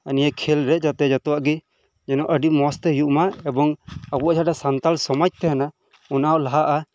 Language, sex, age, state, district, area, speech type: Santali, male, 18-30, West Bengal, Birbhum, rural, spontaneous